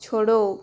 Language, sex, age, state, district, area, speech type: Hindi, female, 30-45, Rajasthan, Jodhpur, rural, read